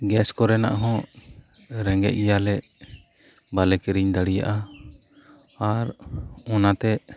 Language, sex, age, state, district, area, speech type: Santali, male, 30-45, West Bengal, Birbhum, rural, spontaneous